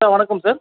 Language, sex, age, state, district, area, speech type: Tamil, male, 18-30, Tamil Nadu, Sivaganga, rural, conversation